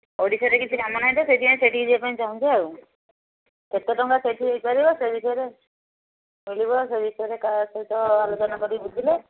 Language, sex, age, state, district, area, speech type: Odia, female, 60+, Odisha, Jharsuguda, rural, conversation